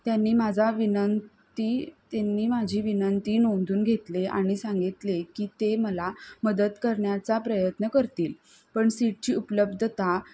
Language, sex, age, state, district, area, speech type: Marathi, female, 18-30, Maharashtra, Kolhapur, urban, spontaneous